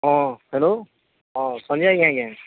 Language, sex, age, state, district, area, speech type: Odia, male, 45-60, Odisha, Nuapada, urban, conversation